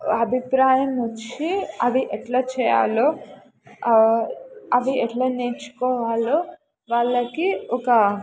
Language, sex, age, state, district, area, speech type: Telugu, female, 18-30, Telangana, Mulugu, urban, spontaneous